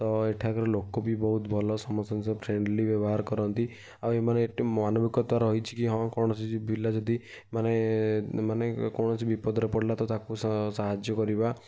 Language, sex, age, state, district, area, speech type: Odia, male, 18-30, Odisha, Kendujhar, urban, spontaneous